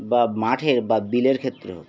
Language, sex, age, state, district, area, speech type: Bengali, male, 45-60, West Bengal, Birbhum, urban, spontaneous